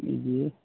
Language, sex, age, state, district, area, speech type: Bodo, male, 45-60, Assam, Chirang, urban, conversation